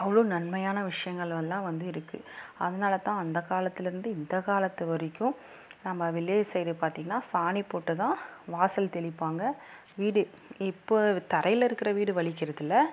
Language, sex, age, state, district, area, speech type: Tamil, female, 45-60, Tamil Nadu, Dharmapuri, rural, spontaneous